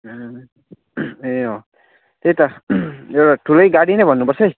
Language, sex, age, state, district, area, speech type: Nepali, male, 18-30, West Bengal, Jalpaiguri, urban, conversation